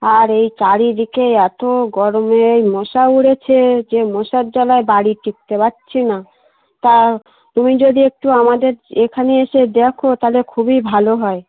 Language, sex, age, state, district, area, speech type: Bengali, female, 30-45, West Bengal, Darjeeling, urban, conversation